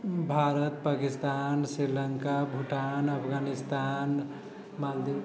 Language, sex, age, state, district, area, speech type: Maithili, male, 30-45, Bihar, Sitamarhi, rural, spontaneous